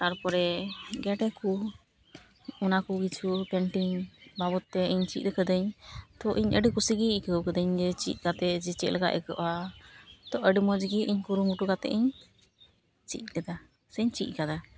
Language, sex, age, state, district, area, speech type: Santali, female, 18-30, West Bengal, Malda, rural, spontaneous